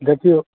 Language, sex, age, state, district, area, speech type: Maithili, male, 45-60, Bihar, Samastipur, rural, conversation